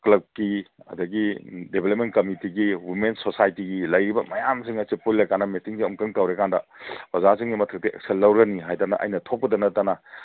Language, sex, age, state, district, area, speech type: Manipuri, male, 45-60, Manipur, Kangpokpi, urban, conversation